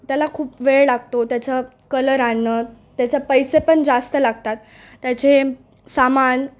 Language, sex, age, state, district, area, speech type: Marathi, female, 18-30, Maharashtra, Nanded, rural, spontaneous